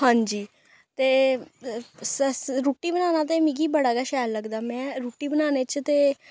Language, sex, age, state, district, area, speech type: Dogri, female, 18-30, Jammu and Kashmir, Samba, rural, spontaneous